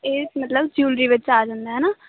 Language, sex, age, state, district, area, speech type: Punjabi, female, 18-30, Punjab, Muktsar, urban, conversation